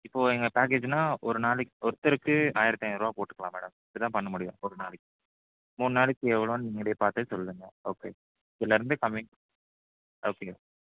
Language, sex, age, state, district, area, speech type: Tamil, male, 18-30, Tamil Nadu, Nilgiris, rural, conversation